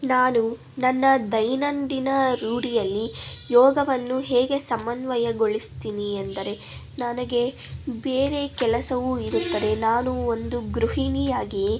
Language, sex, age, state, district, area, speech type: Kannada, female, 30-45, Karnataka, Davanagere, urban, spontaneous